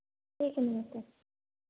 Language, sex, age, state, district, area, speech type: Hindi, female, 18-30, Uttar Pradesh, Varanasi, urban, conversation